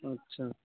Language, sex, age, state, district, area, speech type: Bengali, male, 18-30, West Bengal, Birbhum, urban, conversation